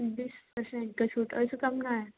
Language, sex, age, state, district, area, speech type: Maithili, female, 18-30, Bihar, Darbhanga, rural, conversation